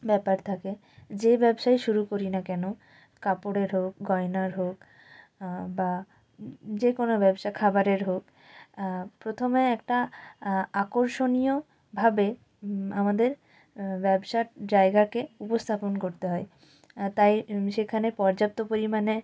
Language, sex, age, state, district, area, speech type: Bengali, female, 18-30, West Bengal, Jalpaiguri, rural, spontaneous